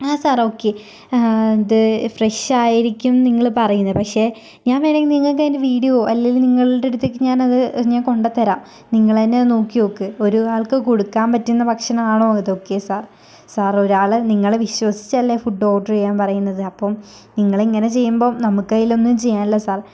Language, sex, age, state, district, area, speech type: Malayalam, female, 18-30, Kerala, Kozhikode, rural, spontaneous